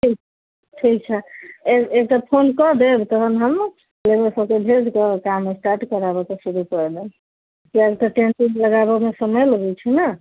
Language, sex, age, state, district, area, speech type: Maithili, female, 60+, Bihar, Sitamarhi, urban, conversation